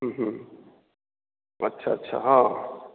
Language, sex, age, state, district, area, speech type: Maithili, male, 30-45, Bihar, Supaul, rural, conversation